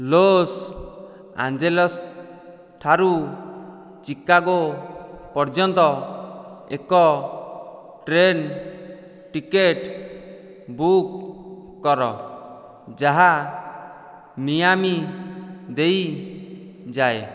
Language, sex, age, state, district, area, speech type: Odia, male, 30-45, Odisha, Dhenkanal, rural, read